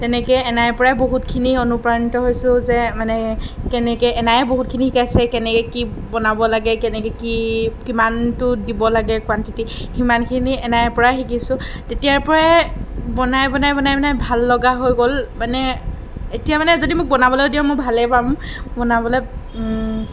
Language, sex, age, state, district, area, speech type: Assamese, female, 18-30, Assam, Darrang, rural, spontaneous